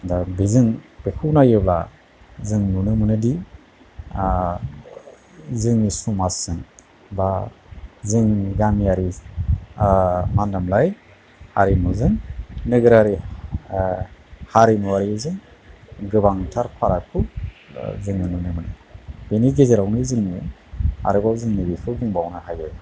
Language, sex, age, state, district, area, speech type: Bodo, male, 45-60, Assam, Kokrajhar, urban, spontaneous